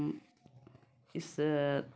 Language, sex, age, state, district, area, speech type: Hindi, female, 45-60, Madhya Pradesh, Ujjain, urban, spontaneous